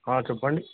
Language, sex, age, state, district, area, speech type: Telugu, male, 18-30, Telangana, Mahbubnagar, urban, conversation